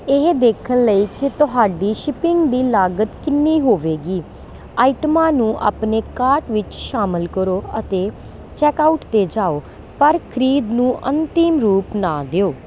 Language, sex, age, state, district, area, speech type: Punjabi, female, 30-45, Punjab, Kapurthala, rural, read